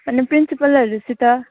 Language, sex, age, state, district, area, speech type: Nepali, female, 18-30, West Bengal, Kalimpong, rural, conversation